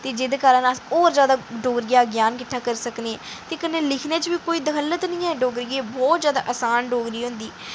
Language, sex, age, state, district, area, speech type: Dogri, female, 30-45, Jammu and Kashmir, Udhampur, urban, spontaneous